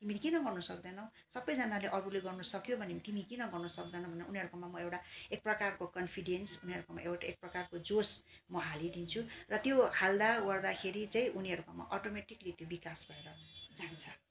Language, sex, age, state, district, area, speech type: Nepali, female, 45-60, West Bengal, Darjeeling, rural, spontaneous